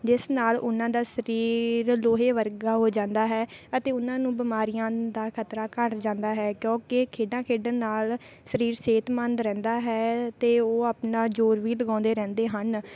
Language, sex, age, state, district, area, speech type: Punjabi, female, 18-30, Punjab, Bathinda, rural, spontaneous